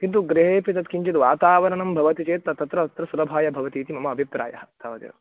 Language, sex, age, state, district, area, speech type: Sanskrit, male, 18-30, Karnataka, Chikkamagaluru, urban, conversation